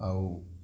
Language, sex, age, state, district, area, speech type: Assamese, male, 45-60, Assam, Nagaon, rural, spontaneous